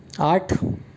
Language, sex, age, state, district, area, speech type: Hindi, male, 30-45, Delhi, New Delhi, urban, read